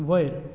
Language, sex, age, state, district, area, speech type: Goan Konkani, male, 18-30, Goa, Bardez, rural, read